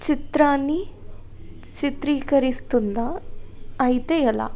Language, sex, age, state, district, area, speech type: Telugu, female, 18-30, Telangana, Jagtial, rural, spontaneous